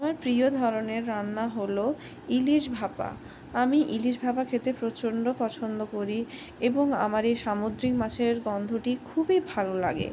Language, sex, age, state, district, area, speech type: Bengali, female, 60+, West Bengal, Purulia, urban, spontaneous